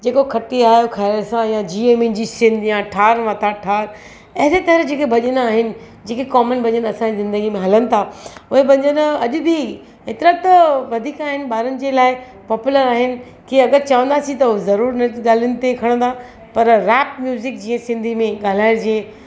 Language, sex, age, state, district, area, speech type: Sindhi, female, 45-60, Maharashtra, Mumbai Suburban, urban, spontaneous